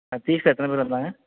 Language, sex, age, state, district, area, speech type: Tamil, male, 18-30, Tamil Nadu, Ariyalur, rural, conversation